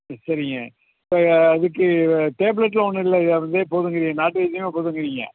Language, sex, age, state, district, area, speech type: Tamil, male, 60+, Tamil Nadu, Madurai, rural, conversation